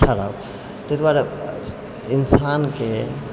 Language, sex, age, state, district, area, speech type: Maithili, male, 60+, Bihar, Purnia, urban, spontaneous